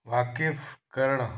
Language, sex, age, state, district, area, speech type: Sindhi, male, 45-60, Gujarat, Kutch, rural, spontaneous